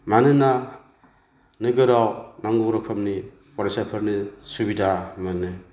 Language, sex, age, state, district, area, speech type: Bodo, male, 45-60, Assam, Chirang, rural, spontaneous